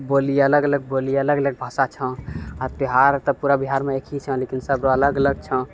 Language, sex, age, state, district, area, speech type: Maithili, male, 30-45, Bihar, Purnia, urban, spontaneous